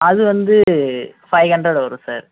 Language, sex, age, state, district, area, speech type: Tamil, male, 18-30, Tamil Nadu, Ariyalur, rural, conversation